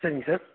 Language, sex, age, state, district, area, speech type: Tamil, male, 18-30, Tamil Nadu, Nilgiris, rural, conversation